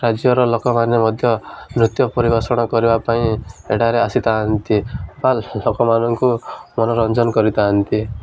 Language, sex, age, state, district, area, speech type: Odia, male, 18-30, Odisha, Malkangiri, urban, spontaneous